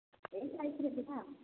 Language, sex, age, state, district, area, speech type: Odia, female, 45-60, Odisha, Angul, rural, conversation